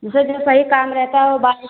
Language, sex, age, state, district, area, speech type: Hindi, female, 60+, Uttar Pradesh, Ayodhya, rural, conversation